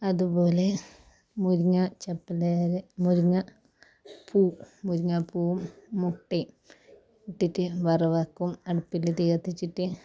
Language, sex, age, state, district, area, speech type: Malayalam, female, 45-60, Kerala, Kasaragod, rural, spontaneous